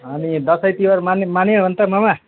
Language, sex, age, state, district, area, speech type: Nepali, male, 30-45, West Bengal, Alipurduar, urban, conversation